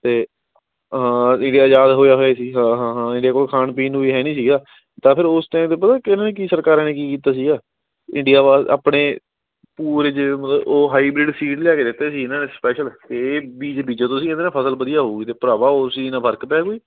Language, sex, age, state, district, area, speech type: Punjabi, male, 18-30, Punjab, Patiala, urban, conversation